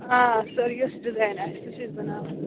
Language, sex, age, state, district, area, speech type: Kashmiri, female, 18-30, Jammu and Kashmir, Bandipora, rural, conversation